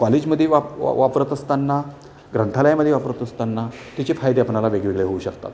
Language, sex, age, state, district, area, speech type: Marathi, male, 60+, Maharashtra, Satara, urban, spontaneous